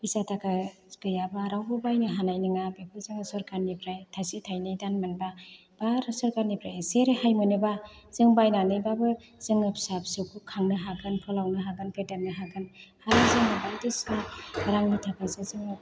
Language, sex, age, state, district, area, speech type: Bodo, female, 45-60, Assam, Chirang, rural, spontaneous